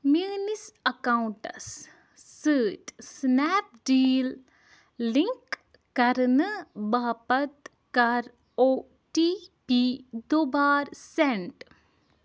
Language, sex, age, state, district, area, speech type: Kashmiri, female, 18-30, Jammu and Kashmir, Ganderbal, rural, read